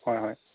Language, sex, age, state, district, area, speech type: Assamese, male, 60+, Assam, Morigaon, rural, conversation